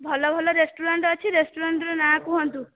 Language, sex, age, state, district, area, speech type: Odia, female, 18-30, Odisha, Dhenkanal, rural, conversation